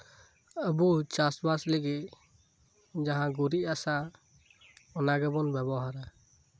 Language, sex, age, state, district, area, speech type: Santali, male, 18-30, West Bengal, Birbhum, rural, spontaneous